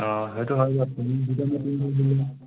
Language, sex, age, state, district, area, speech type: Assamese, male, 18-30, Assam, Sivasagar, urban, conversation